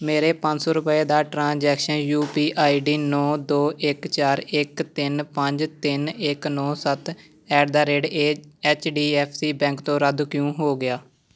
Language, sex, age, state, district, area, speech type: Punjabi, male, 18-30, Punjab, Amritsar, urban, read